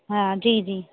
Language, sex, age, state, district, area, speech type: Sindhi, female, 30-45, Maharashtra, Mumbai Suburban, urban, conversation